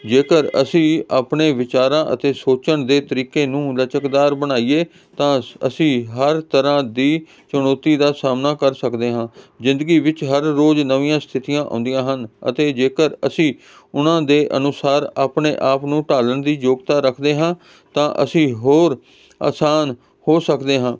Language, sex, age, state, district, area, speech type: Punjabi, male, 45-60, Punjab, Hoshiarpur, urban, spontaneous